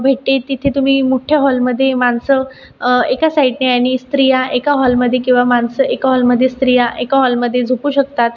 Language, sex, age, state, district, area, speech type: Marathi, female, 30-45, Maharashtra, Buldhana, rural, spontaneous